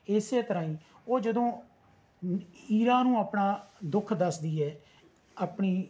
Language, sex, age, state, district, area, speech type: Punjabi, male, 45-60, Punjab, Rupnagar, rural, spontaneous